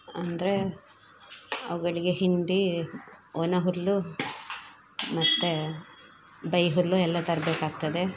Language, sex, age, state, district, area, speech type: Kannada, female, 30-45, Karnataka, Dakshina Kannada, rural, spontaneous